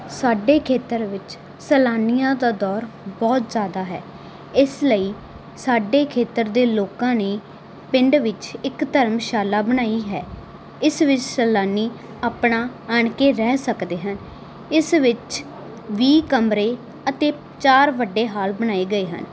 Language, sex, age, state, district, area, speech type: Punjabi, female, 18-30, Punjab, Muktsar, rural, spontaneous